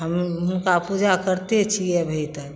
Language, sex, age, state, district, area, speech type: Maithili, female, 60+, Bihar, Begusarai, urban, spontaneous